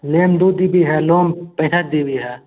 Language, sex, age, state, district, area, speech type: Hindi, male, 18-30, Bihar, Begusarai, rural, conversation